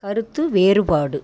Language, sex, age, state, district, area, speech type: Tamil, female, 60+, Tamil Nadu, Coimbatore, rural, read